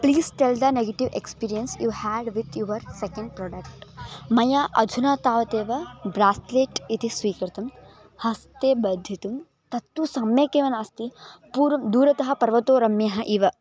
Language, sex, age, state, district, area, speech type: Sanskrit, female, 18-30, Karnataka, Bellary, urban, spontaneous